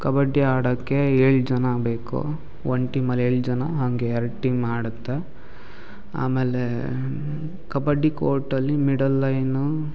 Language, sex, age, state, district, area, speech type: Kannada, male, 18-30, Karnataka, Uttara Kannada, rural, spontaneous